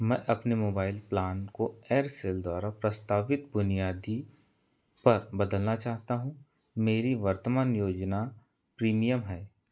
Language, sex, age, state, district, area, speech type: Hindi, male, 30-45, Madhya Pradesh, Seoni, rural, read